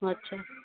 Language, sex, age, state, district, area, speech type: Sindhi, female, 45-60, Uttar Pradesh, Lucknow, urban, conversation